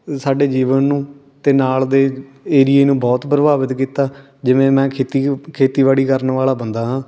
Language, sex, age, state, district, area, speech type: Punjabi, male, 18-30, Punjab, Fatehgarh Sahib, urban, spontaneous